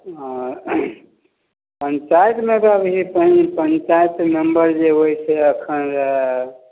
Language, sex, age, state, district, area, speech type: Maithili, male, 60+, Bihar, Samastipur, rural, conversation